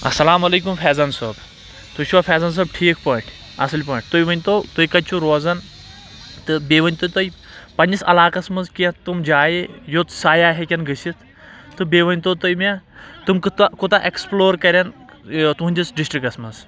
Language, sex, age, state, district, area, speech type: Kashmiri, male, 18-30, Jammu and Kashmir, Kulgam, rural, spontaneous